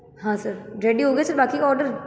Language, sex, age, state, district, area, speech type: Hindi, female, 30-45, Rajasthan, Jodhpur, urban, spontaneous